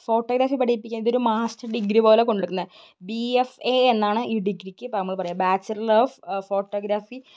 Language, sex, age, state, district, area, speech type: Malayalam, female, 18-30, Kerala, Wayanad, rural, spontaneous